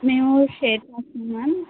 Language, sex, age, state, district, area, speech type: Telugu, female, 60+, Andhra Pradesh, Kakinada, rural, conversation